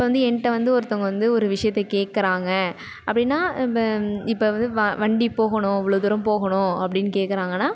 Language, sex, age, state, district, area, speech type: Tamil, female, 18-30, Tamil Nadu, Thanjavur, rural, spontaneous